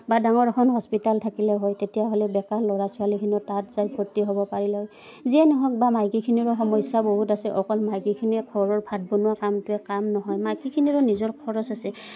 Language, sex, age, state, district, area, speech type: Assamese, female, 30-45, Assam, Udalguri, rural, spontaneous